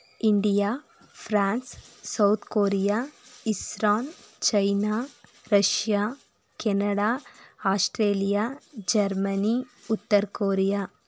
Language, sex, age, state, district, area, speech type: Kannada, female, 30-45, Karnataka, Tumkur, rural, spontaneous